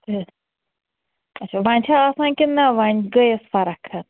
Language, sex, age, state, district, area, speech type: Kashmiri, female, 30-45, Jammu and Kashmir, Srinagar, urban, conversation